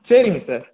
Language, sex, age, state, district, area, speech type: Tamil, male, 18-30, Tamil Nadu, Tiruchirappalli, rural, conversation